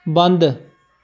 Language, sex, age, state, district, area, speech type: Punjabi, male, 18-30, Punjab, Pathankot, rural, read